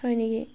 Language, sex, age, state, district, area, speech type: Assamese, female, 18-30, Assam, Golaghat, urban, spontaneous